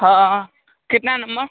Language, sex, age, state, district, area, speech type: Hindi, male, 30-45, Bihar, Madhepura, rural, conversation